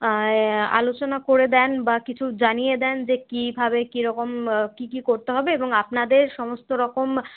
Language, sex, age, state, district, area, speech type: Bengali, female, 60+, West Bengal, Paschim Bardhaman, urban, conversation